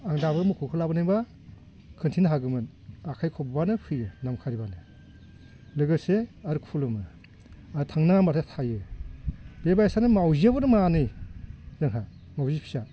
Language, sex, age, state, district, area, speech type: Bodo, male, 60+, Assam, Baksa, rural, spontaneous